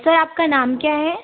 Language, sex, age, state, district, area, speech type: Hindi, female, 18-30, Madhya Pradesh, Betul, rural, conversation